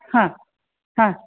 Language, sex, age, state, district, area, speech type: Marathi, female, 30-45, Maharashtra, Satara, rural, conversation